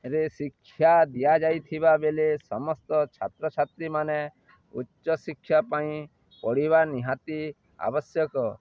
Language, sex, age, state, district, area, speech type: Odia, male, 60+, Odisha, Balangir, urban, spontaneous